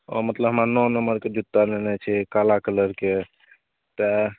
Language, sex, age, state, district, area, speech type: Maithili, male, 18-30, Bihar, Madhepura, rural, conversation